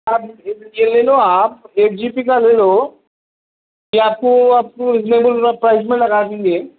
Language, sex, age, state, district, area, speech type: Urdu, male, 30-45, Telangana, Hyderabad, urban, conversation